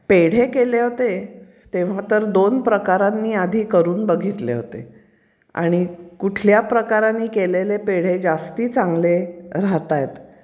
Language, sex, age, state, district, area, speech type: Marathi, female, 45-60, Maharashtra, Pune, urban, spontaneous